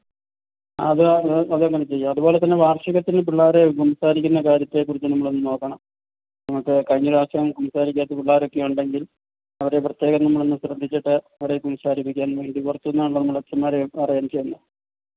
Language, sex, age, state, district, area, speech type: Malayalam, male, 30-45, Kerala, Thiruvananthapuram, rural, conversation